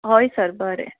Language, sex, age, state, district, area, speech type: Goan Konkani, female, 30-45, Goa, Quepem, rural, conversation